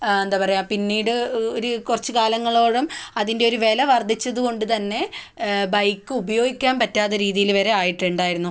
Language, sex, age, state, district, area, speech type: Malayalam, female, 18-30, Kerala, Kannur, rural, spontaneous